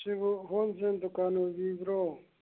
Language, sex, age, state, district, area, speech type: Manipuri, male, 60+, Manipur, Churachandpur, urban, conversation